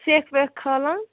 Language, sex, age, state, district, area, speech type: Kashmiri, female, 45-60, Jammu and Kashmir, Ganderbal, rural, conversation